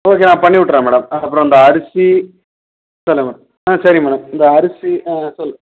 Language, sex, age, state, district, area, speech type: Tamil, male, 45-60, Tamil Nadu, Perambalur, urban, conversation